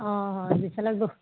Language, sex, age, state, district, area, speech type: Assamese, female, 30-45, Assam, Golaghat, urban, conversation